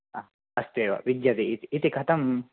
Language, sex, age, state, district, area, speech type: Sanskrit, male, 18-30, Karnataka, Dakshina Kannada, rural, conversation